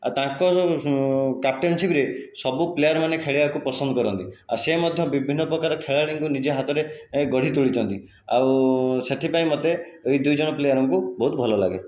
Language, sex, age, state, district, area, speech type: Odia, male, 45-60, Odisha, Jajpur, rural, spontaneous